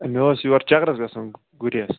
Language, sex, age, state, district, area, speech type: Kashmiri, male, 45-60, Jammu and Kashmir, Bandipora, rural, conversation